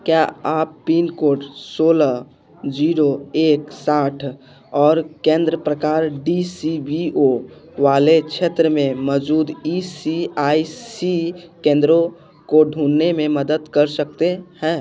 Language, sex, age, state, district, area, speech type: Hindi, male, 18-30, Bihar, Muzaffarpur, rural, read